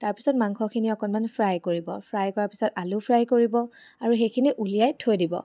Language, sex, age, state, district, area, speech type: Assamese, female, 30-45, Assam, Charaideo, urban, spontaneous